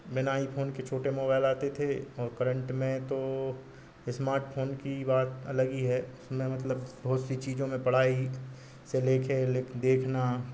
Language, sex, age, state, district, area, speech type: Hindi, male, 45-60, Madhya Pradesh, Hoshangabad, rural, spontaneous